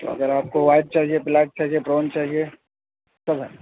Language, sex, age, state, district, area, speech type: Urdu, male, 18-30, Delhi, North West Delhi, urban, conversation